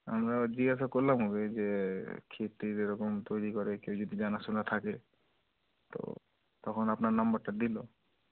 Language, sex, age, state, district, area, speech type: Bengali, male, 18-30, West Bengal, Murshidabad, urban, conversation